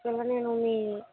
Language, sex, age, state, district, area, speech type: Telugu, female, 60+, Andhra Pradesh, Kakinada, rural, conversation